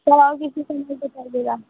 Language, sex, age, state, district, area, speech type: Hindi, female, 30-45, Uttar Pradesh, Sitapur, rural, conversation